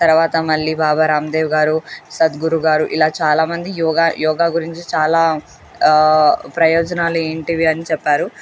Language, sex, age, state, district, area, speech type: Telugu, female, 18-30, Telangana, Mahbubnagar, urban, spontaneous